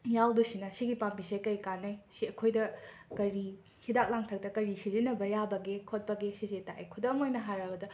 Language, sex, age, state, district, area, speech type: Manipuri, female, 18-30, Manipur, Imphal West, urban, spontaneous